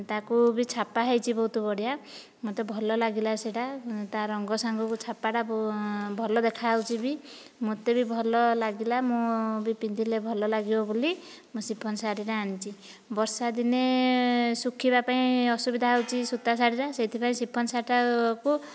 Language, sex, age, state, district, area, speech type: Odia, female, 45-60, Odisha, Dhenkanal, rural, spontaneous